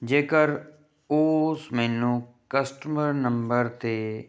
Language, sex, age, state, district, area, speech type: Punjabi, male, 30-45, Punjab, Fazilka, rural, spontaneous